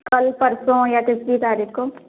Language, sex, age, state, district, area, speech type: Hindi, female, 30-45, Madhya Pradesh, Jabalpur, urban, conversation